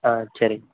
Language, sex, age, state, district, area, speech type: Tamil, male, 18-30, Tamil Nadu, Madurai, urban, conversation